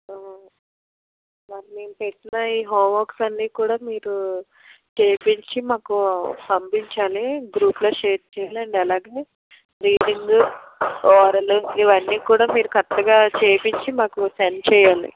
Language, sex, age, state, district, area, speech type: Telugu, female, 18-30, Andhra Pradesh, Anakapalli, urban, conversation